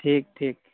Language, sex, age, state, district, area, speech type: Santali, male, 30-45, Jharkhand, East Singhbhum, rural, conversation